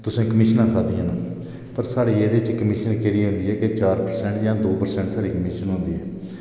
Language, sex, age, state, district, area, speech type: Dogri, male, 45-60, Jammu and Kashmir, Reasi, rural, spontaneous